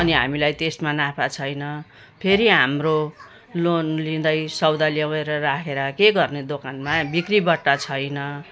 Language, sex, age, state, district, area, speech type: Nepali, female, 60+, West Bengal, Jalpaiguri, urban, spontaneous